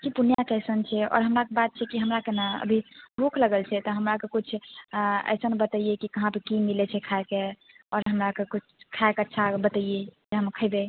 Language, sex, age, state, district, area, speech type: Maithili, female, 18-30, Bihar, Purnia, rural, conversation